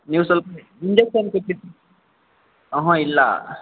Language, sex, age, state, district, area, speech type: Kannada, male, 18-30, Karnataka, Kolar, rural, conversation